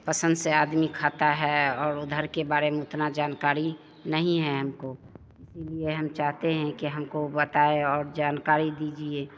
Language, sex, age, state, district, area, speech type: Hindi, female, 45-60, Bihar, Begusarai, rural, spontaneous